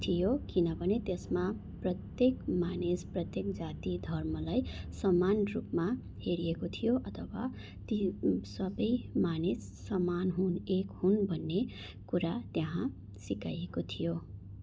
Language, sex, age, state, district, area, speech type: Nepali, female, 45-60, West Bengal, Darjeeling, rural, spontaneous